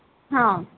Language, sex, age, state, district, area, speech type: Odia, female, 18-30, Odisha, Sambalpur, rural, conversation